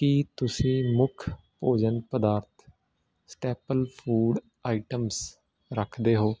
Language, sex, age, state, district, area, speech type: Punjabi, male, 18-30, Punjab, Hoshiarpur, urban, read